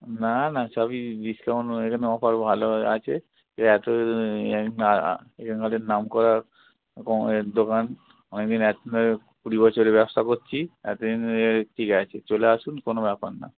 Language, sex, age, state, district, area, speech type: Bengali, male, 45-60, West Bengal, Hooghly, rural, conversation